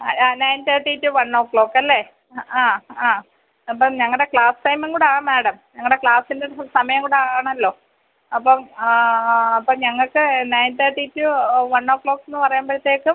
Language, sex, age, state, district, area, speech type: Malayalam, female, 45-60, Kerala, Kollam, rural, conversation